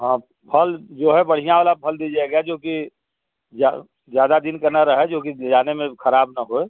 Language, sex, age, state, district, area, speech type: Hindi, male, 60+, Uttar Pradesh, Chandauli, rural, conversation